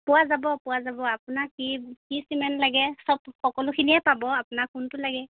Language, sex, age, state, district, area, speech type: Assamese, female, 30-45, Assam, Golaghat, rural, conversation